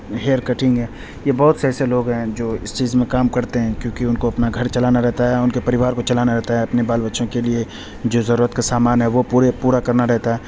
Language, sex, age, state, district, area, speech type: Urdu, male, 30-45, Uttar Pradesh, Lucknow, rural, spontaneous